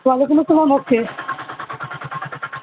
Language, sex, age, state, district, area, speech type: Urdu, male, 30-45, Bihar, Supaul, rural, conversation